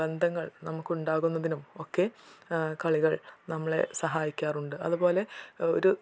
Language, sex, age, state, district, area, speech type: Malayalam, female, 18-30, Kerala, Malappuram, urban, spontaneous